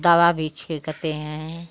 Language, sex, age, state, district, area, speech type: Hindi, female, 60+, Uttar Pradesh, Ghazipur, rural, spontaneous